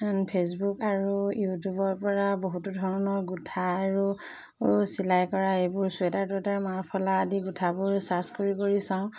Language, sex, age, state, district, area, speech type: Assamese, female, 45-60, Assam, Jorhat, urban, spontaneous